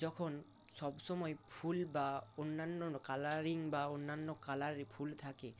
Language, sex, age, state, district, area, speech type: Bengali, male, 18-30, West Bengal, Purba Medinipur, rural, spontaneous